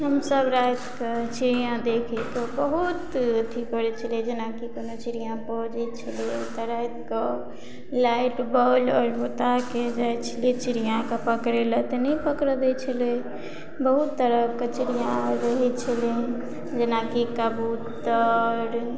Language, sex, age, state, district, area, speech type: Maithili, female, 30-45, Bihar, Madhubani, rural, spontaneous